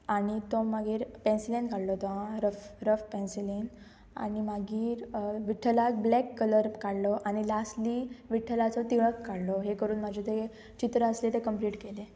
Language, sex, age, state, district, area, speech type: Goan Konkani, female, 18-30, Goa, Pernem, rural, spontaneous